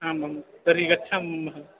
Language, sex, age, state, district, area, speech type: Sanskrit, male, 18-30, Odisha, Balangir, rural, conversation